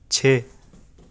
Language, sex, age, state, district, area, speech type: Urdu, male, 18-30, Delhi, Central Delhi, urban, read